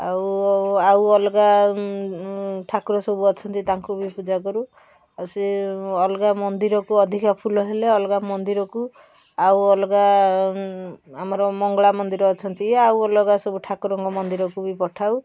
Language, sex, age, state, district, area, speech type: Odia, female, 45-60, Odisha, Puri, urban, spontaneous